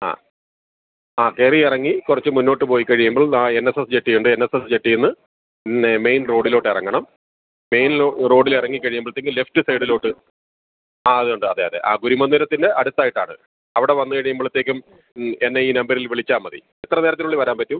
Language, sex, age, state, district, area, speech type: Malayalam, male, 45-60, Kerala, Alappuzha, rural, conversation